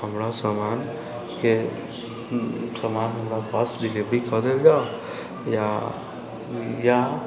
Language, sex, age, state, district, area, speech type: Maithili, male, 45-60, Bihar, Sitamarhi, rural, spontaneous